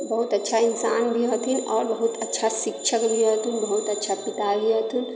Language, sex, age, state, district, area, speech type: Maithili, female, 45-60, Bihar, Sitamarhi, rural, spontaneous